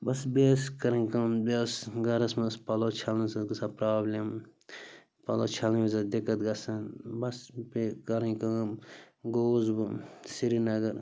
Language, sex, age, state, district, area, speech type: Kashmiri, male, 30-45, Jammu and Kashmir, Bandipora, rural, spontaneous